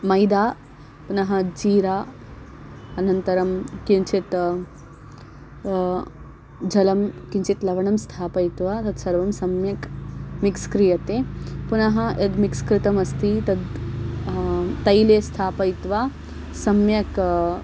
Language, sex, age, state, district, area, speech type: Sanskrit, female, 18-30, Karnataka, Davanagere, urban, spontaneous